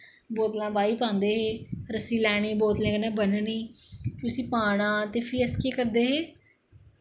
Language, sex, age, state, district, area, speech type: Dogri, female, 45-60, Jammu and Kashmir, Samba, rural, spontaneous